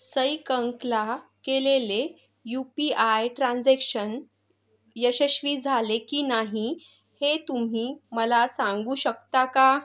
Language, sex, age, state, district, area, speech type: Marathi, female, 45-60, Maharashtra, Akola, urban, read